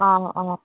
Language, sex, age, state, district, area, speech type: Assamese, female, 45-60, Assam, Dhemaji, rural, conversation